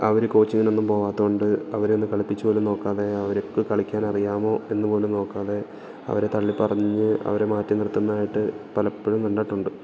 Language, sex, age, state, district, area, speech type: Malayalam, male, 18-30, Kerala, Idukki, rural, spontaneous